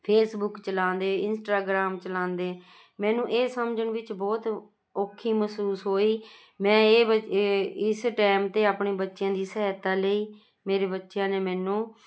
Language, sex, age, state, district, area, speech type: Punjabi, female, 45-60, Punjab, Jalandhar, urban, spontaneous